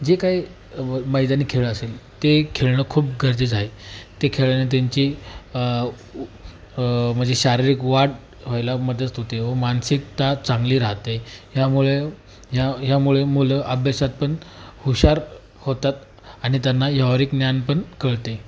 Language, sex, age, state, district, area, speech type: Marathi, male, 18-30, Maharashtra, Jalna, rural, spontaneous